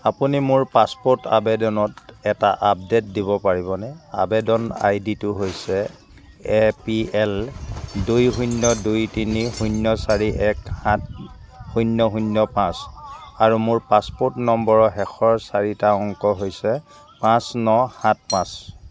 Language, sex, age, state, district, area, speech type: Assamese, male, 45-60, Assam, Dibrugarh, rural, read